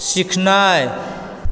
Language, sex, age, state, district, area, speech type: Maithili, male, 30-45, Bihar, Supaul, urban, read